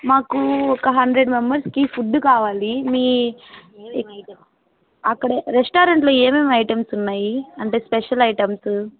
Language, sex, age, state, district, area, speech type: Telugu, female, 18-30, Andhra Pradesh, Nellore, rural, conversation